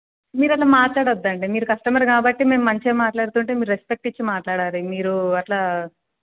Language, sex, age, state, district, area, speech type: Telugu, female, 18-30, Telangana, Siddipet, urban, conversation